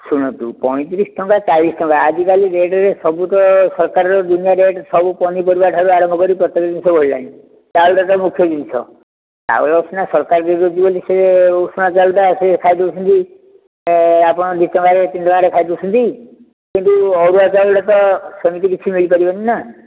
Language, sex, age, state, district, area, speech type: Odia, male, 60+, Odisha, Nayagarh, rural, conversation